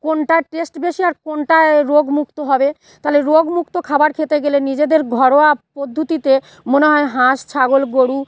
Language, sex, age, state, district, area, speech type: Bengali, female, 45-60, West Bengal, South 24 Parganas, rural, spontaneous